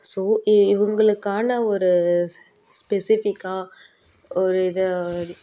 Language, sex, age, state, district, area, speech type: Tamil, female, 18-30, Tamil Nadu, Perambalur, urban, spontaneous